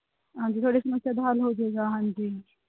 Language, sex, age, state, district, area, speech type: Punjabi, female, 18-30, Punjab, Mohali, rural, conversation